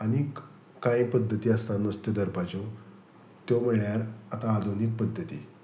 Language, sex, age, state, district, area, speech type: Goan Konkani, male, 30-45, Goa, Salcete, rural, spontaneous